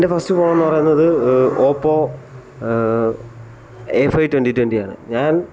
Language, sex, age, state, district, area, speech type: Malayalam, male, 18-30, Kerala, Kottayam, rural, spontaneous